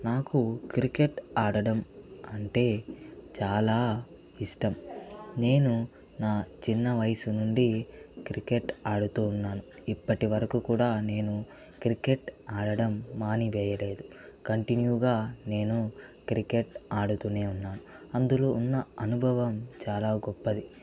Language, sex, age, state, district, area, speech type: Telugu, male, 30-45, Andhra Pradesh, Chittoor, urban, spontaneous